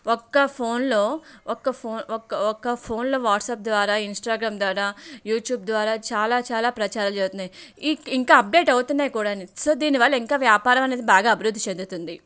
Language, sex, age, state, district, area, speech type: Telugu, female, 30-45, Andhra Pradesh, Anakapalli, urban, spontaneous